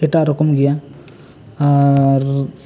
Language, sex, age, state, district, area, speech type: Santali, male, 18-30, West Bengal, Bankura, rural, spontaneous